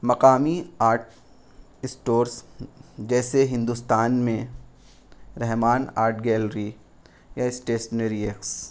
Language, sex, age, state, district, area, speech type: Urdu, male, 18-30, Bihar, Gaya, rural, spontaneous